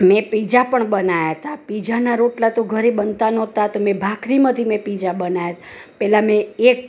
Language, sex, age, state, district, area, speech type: Gujarati, female, 30-45, Gujarat, Rajkot, rural, spontaneous